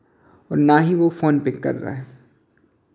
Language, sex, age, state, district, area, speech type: Hindi, male, 30-45, Madhya Pradesh, Hoshangabad, urban, spontaneous